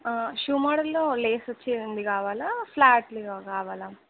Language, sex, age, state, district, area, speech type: Telugu, female, 18-30, Telangana, Nizamabad, rural, conversation